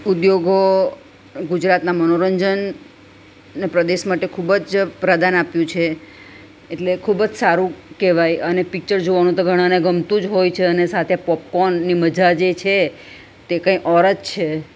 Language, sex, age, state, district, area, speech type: Gujarati, female, 60+, Gujarat, Ahmedabad, urban, spontaneous